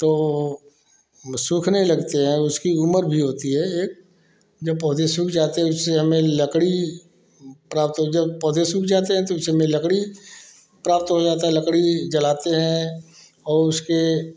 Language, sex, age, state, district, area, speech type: Hindi, male, 45-60, Uttar Pradesh, Varanasi, urban, spontaneous